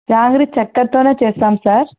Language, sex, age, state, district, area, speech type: Telugu, female, 30-45, Andhra Pradesh, Sri Satya Sai, urban, conversation